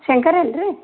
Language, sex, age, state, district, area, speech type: Kannada, female, 30-45, Karnataka, Koppal, urban, conversation